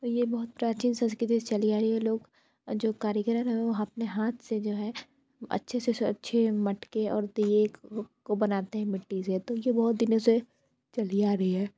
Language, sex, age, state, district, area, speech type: Hindi, female, 18-30, Uttar Pradesh, Sonbhadra, rural, spontaneous